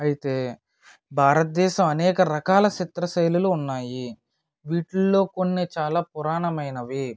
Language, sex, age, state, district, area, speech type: Telugu, male, 18-30, Andhra Pradesh, Eluru, rural, spontaneous